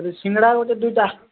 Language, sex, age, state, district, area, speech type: Odia, male, 45-60, Odisha, Nabarangpur, rural, conversation